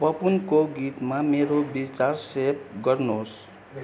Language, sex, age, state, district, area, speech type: Nepali, male, 60+, West Bengal, Kalimpong, rural, read